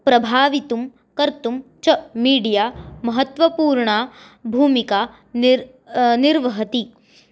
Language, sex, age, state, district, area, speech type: Sanskrit, female, 18-30, Maharashtra, Nagpur, urban, spontaneous